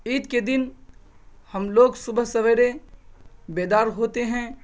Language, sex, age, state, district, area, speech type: Urdu, male, 18-30, Bihar, Purnia, rural, spontaneous